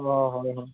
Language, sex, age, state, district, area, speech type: Assamese, male, 18-30, Assam, Nalbari, rural, conversation